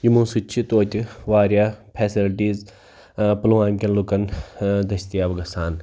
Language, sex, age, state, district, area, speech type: Kashmiri, male, 30-45, Jammu and Kashmir, Pulwama, urban, spontaneous